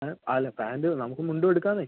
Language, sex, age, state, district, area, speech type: Malayalam, male, 30-45, Kerala, Idukki, rural, conversation